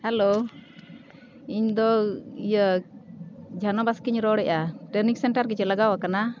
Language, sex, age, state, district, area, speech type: Santali, female, 45-60, Jharkhand, Bokaro, rural, spontaneous